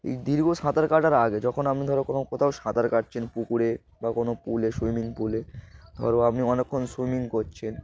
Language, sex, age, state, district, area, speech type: Bengali, male, 18-30, West Bengal, Darjeeling, urban, spontaneous